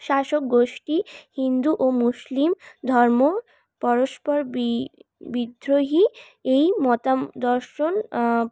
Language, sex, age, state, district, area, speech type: Bengali, female, 18-30, West Bengal, Paschim Bardhaman, urban, spontaneous